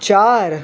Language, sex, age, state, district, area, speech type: Hindi, male, 18-30, Uttar Pradesh, Sonbhadra, rural, read